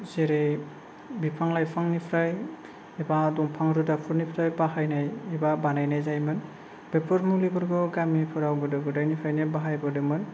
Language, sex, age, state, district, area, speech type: Bodo, male, 18-30, Assam, Kokrajhar, rural, spontaneous